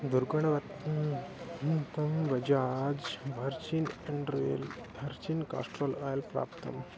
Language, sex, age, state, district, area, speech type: Sanskrit, male, 18-30, Odisha, Bhadrak, rural, read